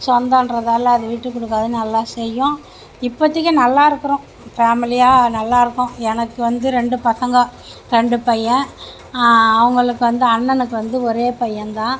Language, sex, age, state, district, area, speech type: Tamil, female, 60+, Tamil Nadu, Mayiladuthurai, rural, spontaneous